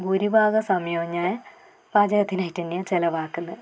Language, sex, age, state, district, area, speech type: Malayalam, female, 30-45, Kerala, Kannur, rural, spontaneous